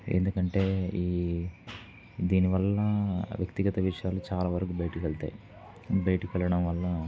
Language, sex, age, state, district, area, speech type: Telugu, male, 18-30, Andhra Pradesh, Kurnool, urban, spontaneous